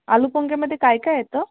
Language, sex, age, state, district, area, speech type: Marathi, female, 45-60, Maharashtra, Amravati, urban, conversation